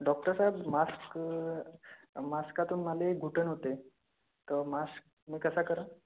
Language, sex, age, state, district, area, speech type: Marathi, male, 18-30, Maharashtra, Gondia, rural, conversation